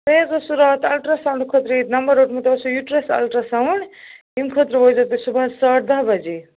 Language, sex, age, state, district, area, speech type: Kashmiri, female, 45-60, Jammu and Kashmir, Baramulla, rural, conversation